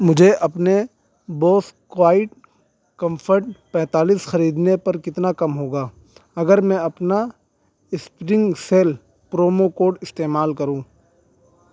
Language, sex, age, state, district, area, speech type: Urdu, male, 18-30, Uttar Pradesh, Saharanpur, urban, read